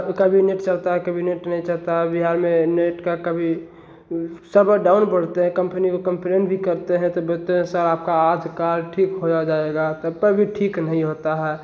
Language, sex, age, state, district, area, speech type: Hindi, male, 18-30, Bihar, Begusarai, rural, spontaneous